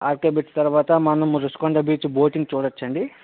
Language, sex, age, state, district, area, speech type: Telugu, male, 60+, Andhra Pradesh, Vizianagaram, rural, conversation